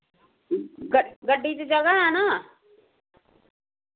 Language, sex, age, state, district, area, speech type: Dogri, female, 45-60, Jammu and Kashmir, Samba, rural, conversation